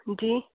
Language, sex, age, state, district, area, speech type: Hindi, female, 45-60, Madhya Pradesh, Bhopal, urban, conversation